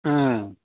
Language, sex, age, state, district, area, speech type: Manipuri, male, 45-60, Manipur, Imphal East, rural, conversation